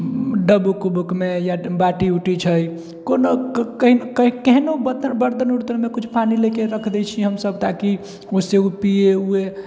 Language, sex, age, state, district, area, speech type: Maithili, male, 18-30, Bihar, Sitamarhi, rural, spontaneous